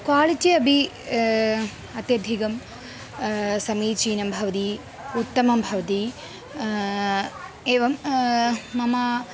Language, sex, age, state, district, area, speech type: Sanskrit, female, 18-30, Kerala, Palakkad, rural, spontaneous